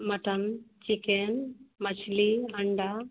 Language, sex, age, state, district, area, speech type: Hindi, female, 30-45, Bihar, Samastipur, rural, conversation